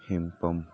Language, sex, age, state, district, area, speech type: Manipuri, male, 18-30, Manipur, Senapati, rural, spontaneous